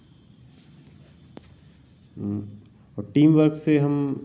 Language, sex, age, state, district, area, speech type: Hindi, male, 45-60, Madhya Pradesh, Jabalpur, urban, spontaneous